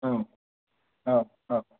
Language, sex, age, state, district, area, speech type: Bodo, male, 30-45, Assam, Chirang, urban, conversation